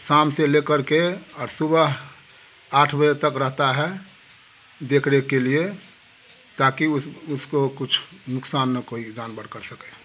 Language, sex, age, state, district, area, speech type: Hindi, male, 60+, Bihar, Darbhanga, rural, spontaneous